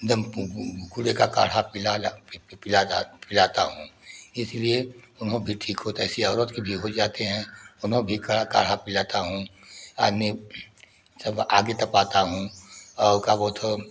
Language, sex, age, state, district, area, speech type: Hindi, male, 60+, Uttar Pradesh, Prayagraj, rural, spontaneous